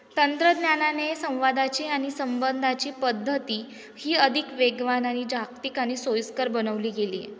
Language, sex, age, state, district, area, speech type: Marathi, female, 18-30, Maharashtra, Ahmednagar, urban, spontaneous